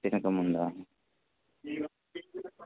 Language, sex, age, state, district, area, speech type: Telugu, male, 18-30, Telangana, Wanaparthy, urban, conversation